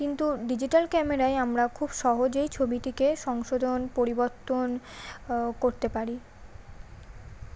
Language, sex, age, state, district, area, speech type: Bengali, female, 18-30, West Bengal, Kolkata, urban, spontaneous